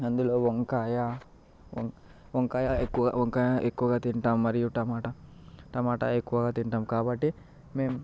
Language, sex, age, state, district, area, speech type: Telugu, male, 18-30, Telangana, Vikarabad, urban, spontaneous